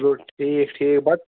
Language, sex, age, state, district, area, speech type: Kashmiri, male, 18-30, Jammu and Kashmir, Ganderbal, rural, conversation